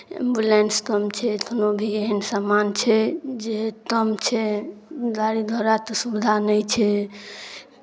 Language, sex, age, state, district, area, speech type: Maithili, female, 18-30, Bihar, Darbhanga, rural, spontaneous